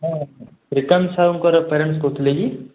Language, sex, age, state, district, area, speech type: Odia, male, 18-30, Odisha, Rayagada, urban, conversation